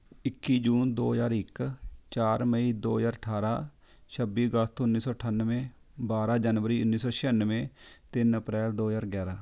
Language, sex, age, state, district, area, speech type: Punjabi, male, 30-45, Punjab, Rupnagar, rural, spontaneous